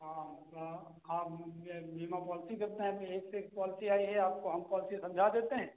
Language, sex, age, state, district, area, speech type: Hindi, male, 30-45, Uttar Pradesh, Sitapur, rural, conversation